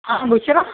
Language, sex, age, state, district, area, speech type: Urdu, female, 60+, Uttar Pradesh, Rampur, urban, conversation